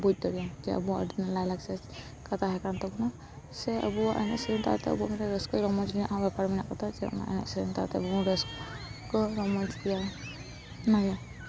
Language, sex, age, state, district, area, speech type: Santali, female, 18-30, West Bengal, Paschim Bardhaman, rural, spontaneous